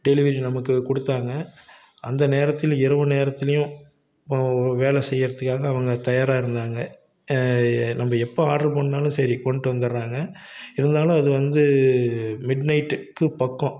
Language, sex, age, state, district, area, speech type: Tamil, male, 45-60, Tamil Nadu, Salem, rural, spontaneous